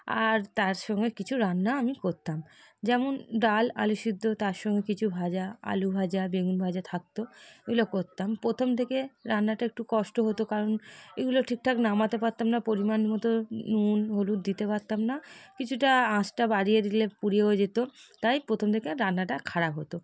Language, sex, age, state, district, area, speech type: Bengali, female, 30-45, West Bengal, South 24 Parganas, rural, spontaneous